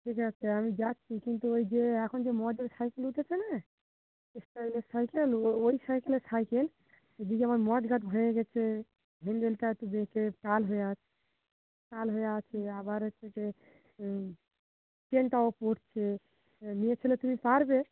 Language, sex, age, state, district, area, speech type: Bengali, female, 45-60, West Bengal, Dakshin Dinajpur, urban, conversation